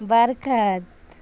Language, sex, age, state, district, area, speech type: Urdu, female, 45-60, Bihar, Supaul, rural, spontaneous